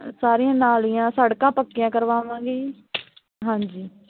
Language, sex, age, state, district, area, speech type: Punjabi, female, 18-30, Punjab, Barnala, rural, conversation